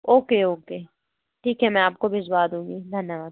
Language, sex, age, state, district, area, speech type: Hindi, female, 18-30, Madhya Pradesh, Hoshangabad, urban, conversation